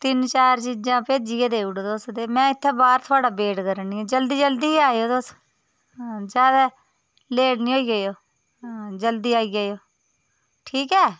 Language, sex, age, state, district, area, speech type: Dogri, female, 30-45, Jammu and Kashmir, Udhampur, rural, spontaneous